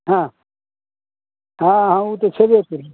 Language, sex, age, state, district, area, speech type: Maithili, male, 60+, Bihar, Madhepura, rural, conversation